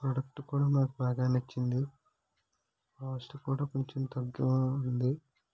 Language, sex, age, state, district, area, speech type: Telugu, male, 18-30, Andhra Pradesh, West Godavari, rural, spontaneous